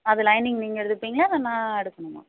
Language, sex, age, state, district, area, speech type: Tamil, female, 30-45, Tamil Nadu, Mayiladuthurai, urban, conversation